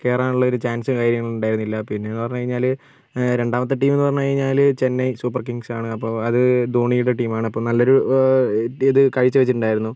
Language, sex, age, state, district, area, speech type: Malayalam, male, 18-30, Kerala, Wayanad, rural, spontaneous